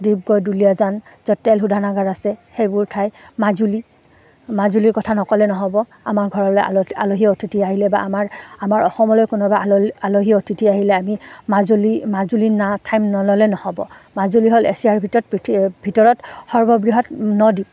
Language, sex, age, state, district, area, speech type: Assamese, female, 30-45, Assam, Udalguri, rural, spontaneous